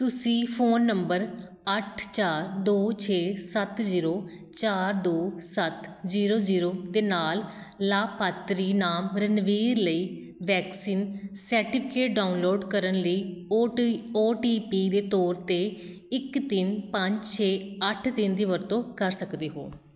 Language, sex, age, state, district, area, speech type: Punjabi, female, 30-45, Punjab, Shaheed Bhagat Singh Nagar, urban, read